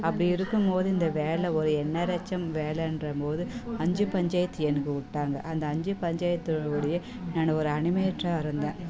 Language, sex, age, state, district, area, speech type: Tamil, female, 30-45, Tamil Nadu, Tirupattur, rural, spontaneous